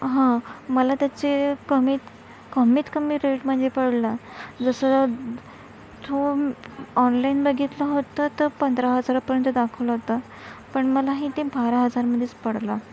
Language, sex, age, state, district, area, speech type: Marathi, female, 45-60, Maharashtra, Nagpur, urban, spontaneous